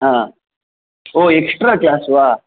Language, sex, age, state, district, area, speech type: Sanskrit, male, 30-45, Telangana, Hyderabad, urban, conversation